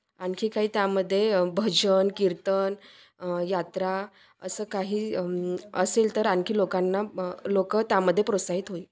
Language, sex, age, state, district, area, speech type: Marathi, female, 30-45, Maharashtra, Wardha, rural, spontaneous